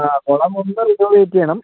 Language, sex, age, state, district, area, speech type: Malayalam, male, 45-60, Kerala, Palakkad, urban, conversation